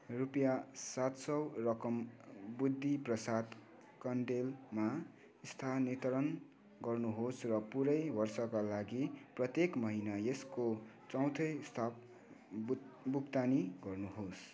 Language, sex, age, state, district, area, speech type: Nepali, male, 18-30, West Bengal, Kalimpong, rural, read